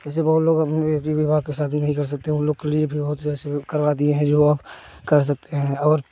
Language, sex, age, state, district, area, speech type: Hindi, male, 18-30, Uttar Pradesh, Jaunpur, urban, spontaneous